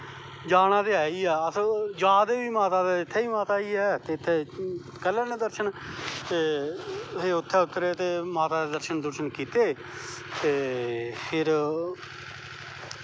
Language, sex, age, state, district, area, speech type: Dogri, male, 30-45, Jammu and Kashmir, Kathua, rural, spontaneous